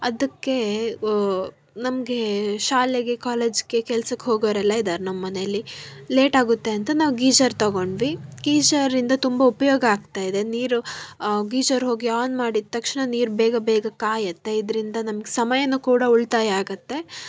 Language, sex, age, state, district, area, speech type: Kannada, female, 18-30, Karnataka, Davanagere, rural, spontaneous